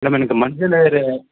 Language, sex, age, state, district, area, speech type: Tamil, male, 30-45, Tamil Nadu, Dharmapuri, rural, conversation